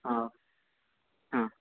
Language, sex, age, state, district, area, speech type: Kannada, male, 18-30, Karnataka, Uttara Kannada, rural, conversation